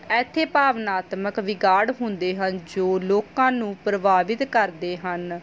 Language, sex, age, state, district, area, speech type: Punjabi, female, 30-45, Punjab, Mansa, urban, spontaneous